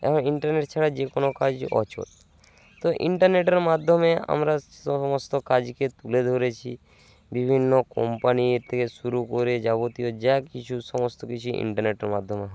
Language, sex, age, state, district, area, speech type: Bengali, male, 18-30, West Bengal, Bankura, rural, spontaneous